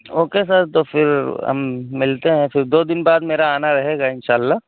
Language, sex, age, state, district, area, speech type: Urdu, male, 18-30, Uttar Pradesh, Siddharthnagar, rural, conversation